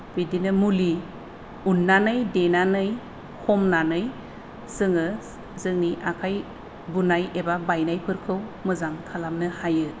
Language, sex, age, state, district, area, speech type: Bodo, female, 45-60, Assam, Kokrajhar, rural, spontaneous